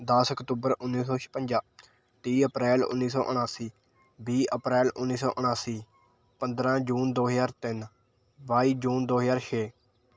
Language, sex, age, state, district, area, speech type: Punjabi, male, 18-30, Punjab, Mohali, rural, spontaneous